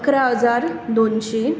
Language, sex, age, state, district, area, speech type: Goan Konkani, female, 30-45, Goa, Bardez, urban, spontaneous